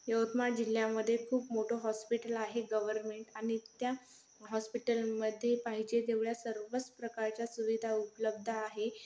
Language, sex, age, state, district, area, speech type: Marathi, female, 18-30, Maharashtra, Yavatmal, rural, spontaneous